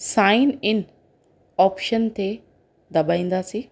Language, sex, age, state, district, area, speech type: Sindhi, female, 45-60, Rajasthan, Ajmer, urban, spontaneous